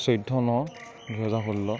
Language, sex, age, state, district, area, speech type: Assamese, male, 18-30, Assam, Kamrup Metropolitan, urban, spontaneous